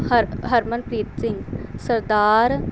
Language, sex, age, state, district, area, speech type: Punjabi, female, 18-30, Punjab, Mohali, urban, spontaneous